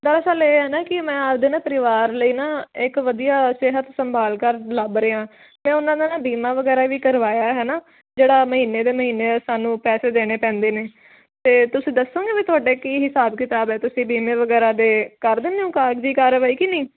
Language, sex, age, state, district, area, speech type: Punjabi, female, 18-30, Punjab, Firozpur, urban, conversation